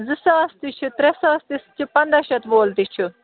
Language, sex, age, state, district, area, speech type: Kashmiri, female, 30-45, Jammu and Kashmir, Baramulla, rural, conversation